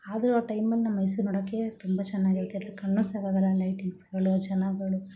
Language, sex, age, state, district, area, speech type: Kannada, female, 45-60, Karnataka, Mysore, rural, spontaneous